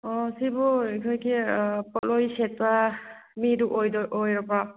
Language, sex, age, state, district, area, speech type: Manipuri, female, 45-60, Manipur, Churachandpur, rural, conversation